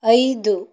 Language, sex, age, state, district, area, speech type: Kannada, female, 18-30, Karnataka, Davanagere, rural, read